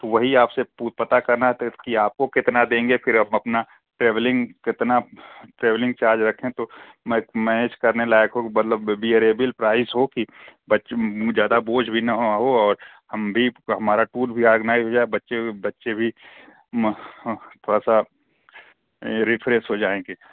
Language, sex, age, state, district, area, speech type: Hindi, male, 45-60, Uttar Pradesh, Mau, rural, conversation